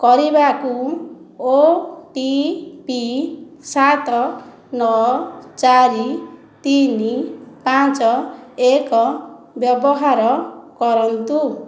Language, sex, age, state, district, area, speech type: Odia, female, 30-45, Odisha, Khordha, rural, read